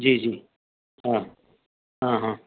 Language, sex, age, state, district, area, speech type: Sindhi, male, 45-60, Maharashtra, Mumbai Suburban, urban, conversation